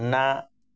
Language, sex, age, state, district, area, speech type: Odia, male, 60+, Odisha, Ganjam, urban, read